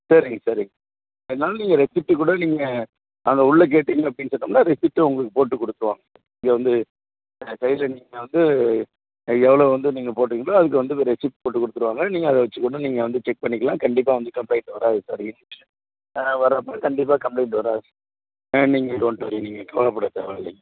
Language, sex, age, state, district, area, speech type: Tamil, male, 45-60, Tamil Nadu, Madurai, urban, conversation